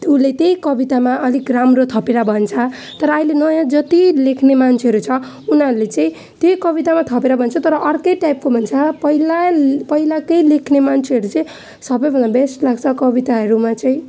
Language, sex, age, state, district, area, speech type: Nepali, female, 18-30, West Bengal, Alipurduar, urban, spontaneous